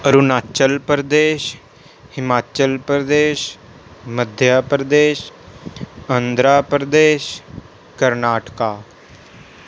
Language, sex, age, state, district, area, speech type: Punjabi, male, 18-30, Punjab, Rupnagar, urban, spontaneous